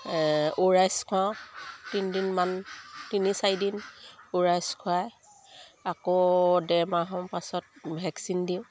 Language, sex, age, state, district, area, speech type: Assamese, female, 45-60, Assam, Sivasagar, rural, spontaneous